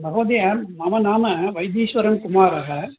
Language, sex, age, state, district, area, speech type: Sanskrit, male, 60+, Tamil Nadu, Coimbatore, urban, conversation